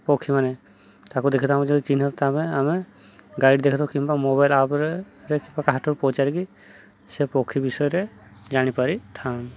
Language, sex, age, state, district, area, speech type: Odia, male, 30-45, Odisha, Subarnapur, urban, spontaneous